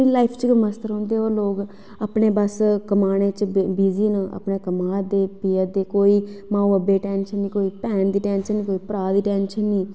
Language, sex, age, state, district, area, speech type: Dogri, female, 18-30, Jammu and Kashmir, Udhampur, rural, spontaneous